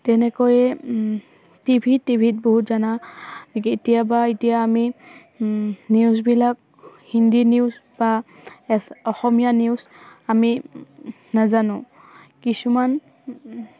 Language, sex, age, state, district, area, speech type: Assamese, female, 18-30, Assam, Udalguri, rural, spontaneous